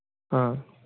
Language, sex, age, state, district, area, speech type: Manipuri, male, 18-30, Manipur, Kangpokpi, urban, conversation